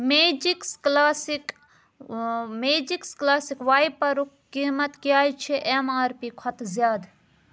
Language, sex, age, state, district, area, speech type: Kashmiri, female, 18-30, Jammu and Kashmir, Budgam, rural, read